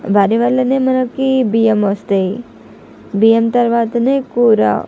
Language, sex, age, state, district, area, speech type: Telugu, female, 45-60, Andhra Pradesh, Visakhapatnam, urban, spontaneous